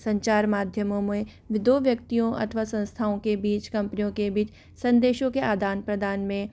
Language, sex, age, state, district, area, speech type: Hindi, female, 30-45, Rajasthan, Jaipur, urban, spontaneous